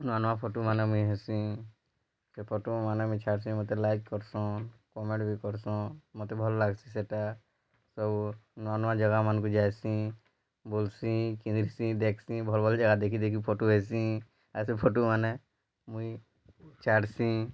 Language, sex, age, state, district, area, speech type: Odia, male, 30-45, Odisha, Bargarh, rural, spontaneous